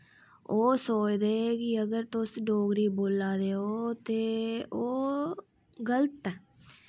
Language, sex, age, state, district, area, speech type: Dogri, female, 60+, Jammu and Kashmir, Udhampur, rural, spontaneous